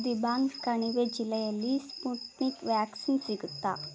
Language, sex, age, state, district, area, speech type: Kannada, female, 18-30, Karnataka, Davanagere, rural, read